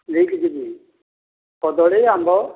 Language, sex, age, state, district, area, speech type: Odia, male, 60+, Odisha, Dhenkanal, rural, conversation